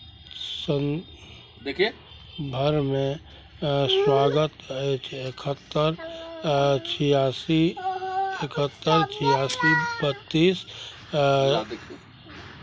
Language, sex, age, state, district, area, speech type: Maithili, male, 45-60, Bihar, Araria, rural, read